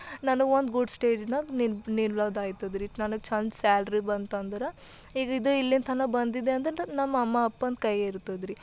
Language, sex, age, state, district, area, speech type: Kannada, female, 18-30, Karnataka, Bidar, urban, spontaneous